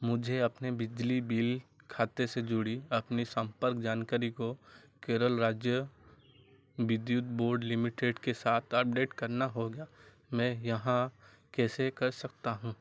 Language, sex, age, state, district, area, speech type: Hindi, male, 45-60, Madhya Pradesh, Chhindwara, rural, read